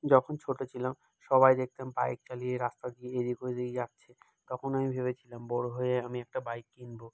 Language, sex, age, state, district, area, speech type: Bengali, male, 45-60, West Bengal, Bankura, urban, spontaneous